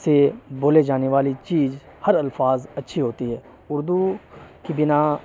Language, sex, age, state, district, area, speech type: Urdu, male, 18-30, Bihar, Supaul, rural, spontaneous